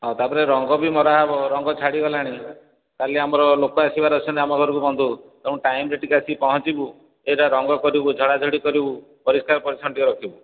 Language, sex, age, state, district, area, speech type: Odia, male, 45-60, Odisha, Dhenkanal, rural, conversation